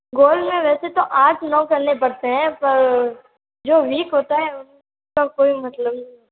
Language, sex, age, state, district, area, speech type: Hindi, female, 18-30, Rajasthan, Jodhpur, urban, conversation